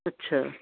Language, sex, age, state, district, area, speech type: Punjabi, female, 60+, Punjab, Muktsar, urban, conversation